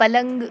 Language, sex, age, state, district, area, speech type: Urdu, female, 18-30, Uttar Pradesh, Shahjahanpur, rural, read